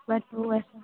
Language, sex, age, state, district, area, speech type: Hindi, female, 18-30, Madhya Pradesh, Gwalior, rural, conversation